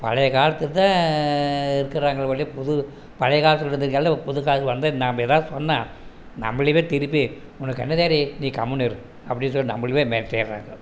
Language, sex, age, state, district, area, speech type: Tamil, male, 60+, Tamil Nadu, Erode, rural, spontaneous